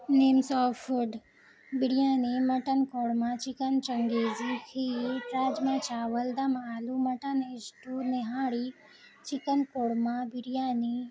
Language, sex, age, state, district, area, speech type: Urdu, female, 18-30, Bihar, Madhubani, rural, spontaneous